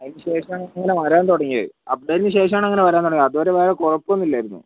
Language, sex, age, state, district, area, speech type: Malayalam, male, 18-30, Kerala, Wayanad, rural, conversation